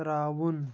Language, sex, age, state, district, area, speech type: Kashmiri, male, 18-30, Jammu and Kashmir, Kulgam, urban, read